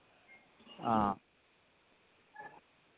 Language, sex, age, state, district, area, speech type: Dogri, male, 45-60, Jammu and Kashmir, Reasi, rural, conversation